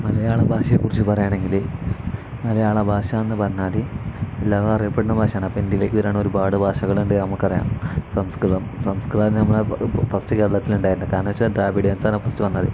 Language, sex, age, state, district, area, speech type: Malayalam, male, 18-30, Kerala, Kozhikode, rural, spontaneous